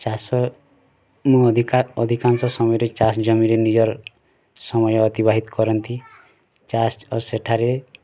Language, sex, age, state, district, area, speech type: Odia, male, 18-30, Odisha, Bargarh, urban, spontaneous